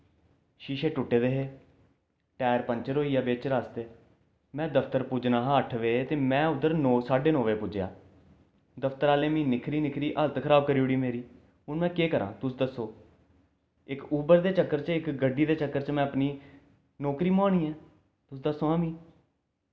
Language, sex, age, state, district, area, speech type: Dogri, male, 18-30, Jammu and Kashmir, Jammu, urban, spontaneous